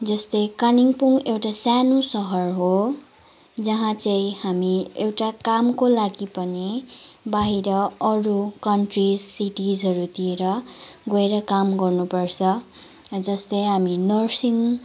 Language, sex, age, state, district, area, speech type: Nepali, female, 18-30, West Bengal, Kalimpong, rural, spontaneous